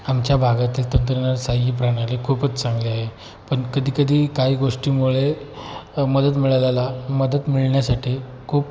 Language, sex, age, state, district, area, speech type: Marathi, male, 18-30, Maharashtra, Jalna, rural, spontaneous